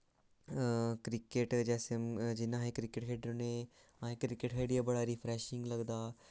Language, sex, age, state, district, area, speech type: Dogri, male, 18-30, Jammu and Kashmir, Samba, urban, spontaneous